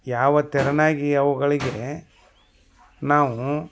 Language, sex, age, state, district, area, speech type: Kannada, male, 60+, Karnataka, Bagalkot, rural, spontaneous